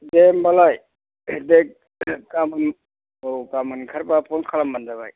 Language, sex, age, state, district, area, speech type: Bodo, male, 60+, Assam, Chirang, rural, conversation